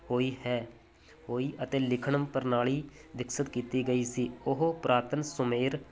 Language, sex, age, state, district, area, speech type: Punjabi, male, 30-45, Punjab, Muktsar, rural, spontaneous